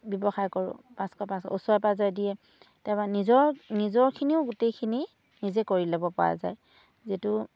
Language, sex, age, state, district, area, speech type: Assamese, female, 30-45, Assam, Charaideo, rural, spontaneous